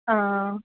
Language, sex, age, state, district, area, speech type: Gujarati, female, 30-45, Gujarat, Junagadh, urban, conversation